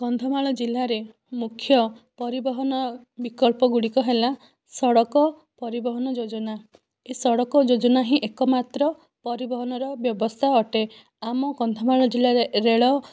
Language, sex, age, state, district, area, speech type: Odia, female, 60+, Odisha, Kandhamal, rural, spontaneous